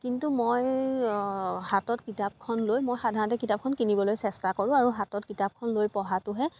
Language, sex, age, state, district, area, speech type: Assamese, female, 18-30, Assam, Dibrugarh, rural, spontaneous